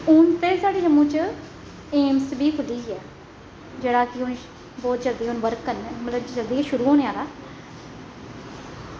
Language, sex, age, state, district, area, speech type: Dogri, female, 30-45, Jammu and Kashmir, Jammu, urban, spontaneous